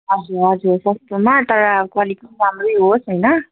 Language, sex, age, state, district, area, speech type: Nepali, female, 18-30, West Bengal, Darjeeling, rural, conversation